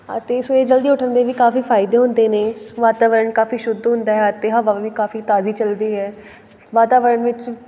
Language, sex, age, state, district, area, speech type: Punjabi, female, 18-30, Punjab, Pathankot, rural, spontaneous